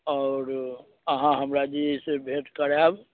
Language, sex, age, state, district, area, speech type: Maithili, male, 60+, Bihar, Muzaffarpur, urban, conversation